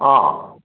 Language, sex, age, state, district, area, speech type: Malayalam, male, 60+, Kerala, Kottayam, rural, conversation